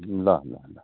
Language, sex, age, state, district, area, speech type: Nepali, male, 45-60, West Bengal, Darjeeling, rural, conversation